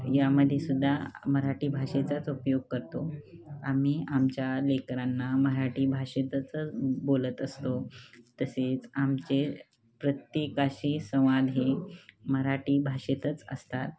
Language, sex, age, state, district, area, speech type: Marathi, female, 30-45, Maharashtra, Hingoli, urban, spontaneous